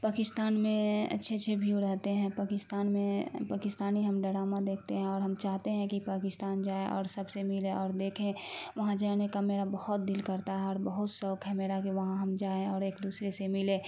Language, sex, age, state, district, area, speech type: Urdu, female, 18-30, Bihar, Khagaria, rural, spontaneous